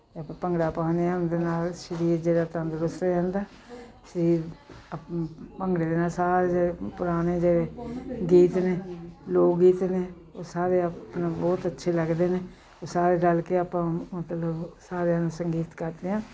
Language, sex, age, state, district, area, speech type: Punjabi, female, 60+, Punjab, Jalandhar, urban, spontaneous